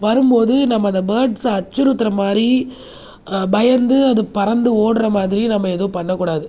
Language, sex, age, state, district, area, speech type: Tamil, female, 30-45, Tamil Nadu, Viluppuram, urban, spontaneous